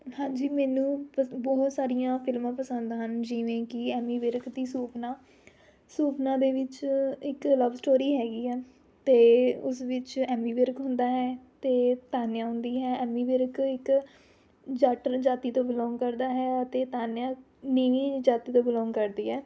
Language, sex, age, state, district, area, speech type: Punjabi, female, 18-30, Punjab, Rupnagar, rural, spontaneous